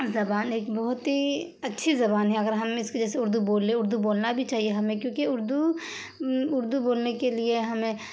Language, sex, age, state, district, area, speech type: Urdu, female, 30-45, Bihar, Darbhanga, rural, spontaneous